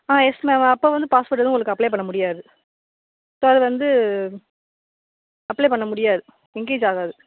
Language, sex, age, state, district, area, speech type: Tamil, female, 18-30, Tamil Nadu, Sivaganga, rural, conversation